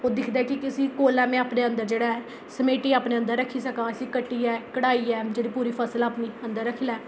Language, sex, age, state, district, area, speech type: Dogri, female, 18-30, Jammu and Kashmir, Jammu, rural, spontaneous